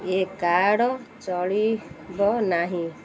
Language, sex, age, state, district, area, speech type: Odia, female, 30-45, Odisha, Kendrapara, urban, spontaneous